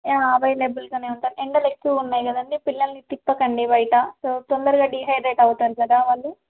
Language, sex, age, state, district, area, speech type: Telugu, female, 18-30, Andhra Pradesh, Alluri Sitarama Raju, rural, conversation